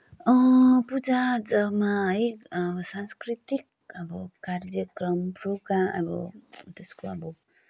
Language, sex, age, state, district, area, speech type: Nepali, female, 18-30, West Bengal, Kalimpong, rural, spontaneous